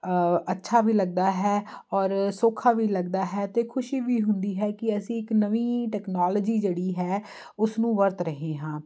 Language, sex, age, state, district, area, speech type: Punjabi, female, 30-45, Punjab, Jalandhar, urban, spontaneous